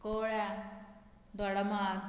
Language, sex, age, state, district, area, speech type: Goan Konkani, female, 45-60, Goa, Murmgao, rural, spontaneous